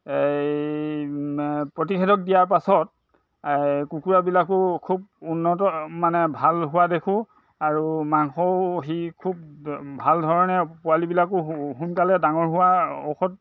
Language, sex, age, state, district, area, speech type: Assamese, male, 60+, Assam, Dhemaji, urban, spontaneous